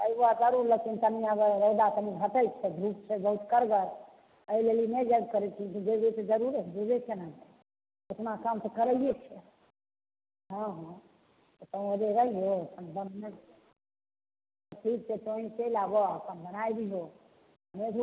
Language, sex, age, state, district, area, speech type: Maithili, female, 60+, Bihar, Begusarai, rural, conversation